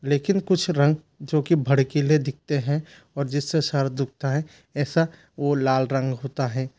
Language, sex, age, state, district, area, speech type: Hindi, male, 30-45, Madhya Pradesh, Bhopal, urban, spontaneous